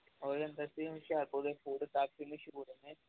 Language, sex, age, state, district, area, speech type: Punjabi, male, 18-30, Punjab, Hoshiarpur, urban, conversation